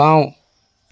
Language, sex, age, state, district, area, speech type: Assamese, male, 60+, Assam, Dibrugarh, rural, read